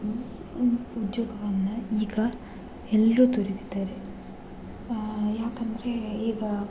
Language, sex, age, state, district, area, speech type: Kannada, female, 18-30, Karnataka, Dakshina Kannada, rural, spontaneous